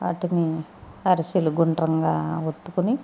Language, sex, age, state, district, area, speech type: Telugu, female, 60+, Andhra Pradesh, Eluru, rural, spontaneous